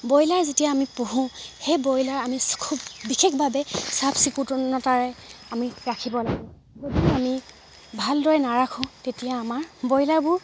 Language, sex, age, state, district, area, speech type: Assamese, female, 45-60, Assam, Dibrugarh, rural, spontaneous